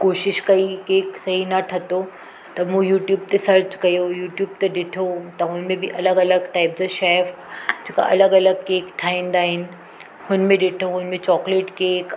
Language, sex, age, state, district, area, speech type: Sindhi, female, 30-45, Maharashtra, Mumbai Suburban, urban, spontaneous